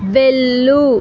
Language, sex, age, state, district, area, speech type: Telugu, female, 18-30, Andhra Pradesh, Srikakulam, rural, read